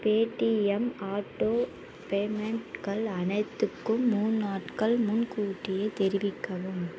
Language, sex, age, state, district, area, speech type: Tamil, female, 18-30, Tamil Nadu, Tiruvannamalai, rural, read